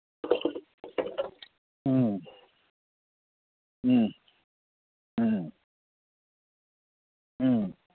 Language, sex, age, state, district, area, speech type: Manipuri, male, 60+, Manipur, Thoubal, rural, conversation